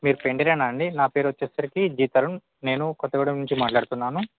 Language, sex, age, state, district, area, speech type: Telugu, male, 18-30, Telangana, Bhadradri Kothagudem, urban, conversation